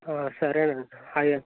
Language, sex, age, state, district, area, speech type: Telugu, male, 60+, Andhra Pradesh, Eluru, rural, conversation